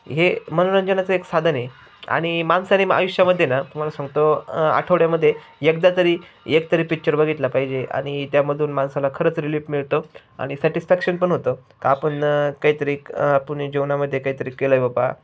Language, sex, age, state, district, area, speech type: Marathi, male, 18-30, Maharashtra, Ahmednagar, urban, spontaneous